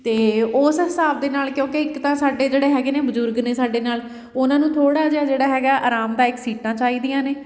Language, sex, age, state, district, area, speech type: Punjabi, female, 30-45, Punjab, Fatehgarh Sahib, urban, spontaneous